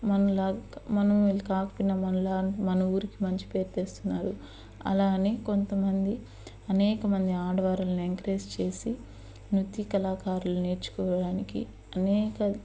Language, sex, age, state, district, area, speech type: Telugu, female, 30-45, Andhra Pradesh, Eluru, urban, spontaneous